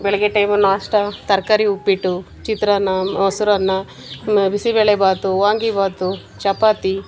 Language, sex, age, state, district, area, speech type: Kannada, female, 30-45, Karnataka, Mandya, rural, spontaneous